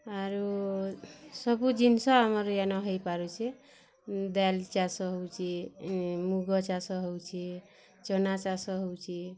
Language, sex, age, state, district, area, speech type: Odia, female, 30-45, Odisha, Bargarh, urban, spontaneous